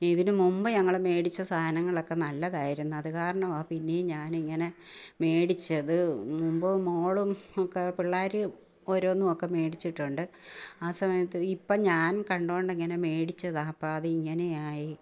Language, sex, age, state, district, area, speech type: Malayalam, female, 45-60, Kerala, Kottayam, rural, spontaneous